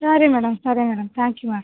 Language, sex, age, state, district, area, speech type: Kannada, female, 18-30, Karnataka, Bellary, urban, conversation